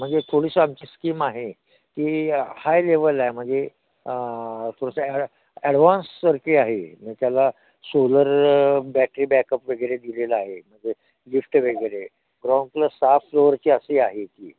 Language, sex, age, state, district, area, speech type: Marathi, male, 60+, Maharashtra, Kolhapur, urban, conversation